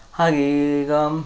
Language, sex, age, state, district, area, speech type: Kannada, male, 30-45, Karnataka, Udupi, rural, spontaneous